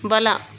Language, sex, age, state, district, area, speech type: Kannada, female, 30-45, Karnataka, Mandya, rural, read